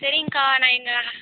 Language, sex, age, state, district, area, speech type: Tamil, female, 45-60, Tamil Nadu, Pudukkottai, rural, conversation